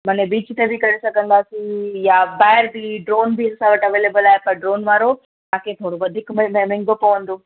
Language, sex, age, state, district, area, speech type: Sindhi, female, 18-30, Gujarat, Kutch, urban, conversation